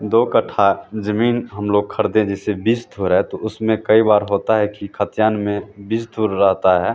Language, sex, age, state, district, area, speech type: Hindi, male, 30-45, Bihar, Madhepura, rural, spontaneous